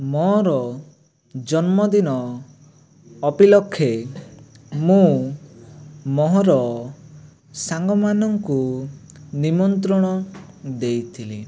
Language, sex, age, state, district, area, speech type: Odia, male, 18-30, Odisha, Rayagada, rural, spontaneous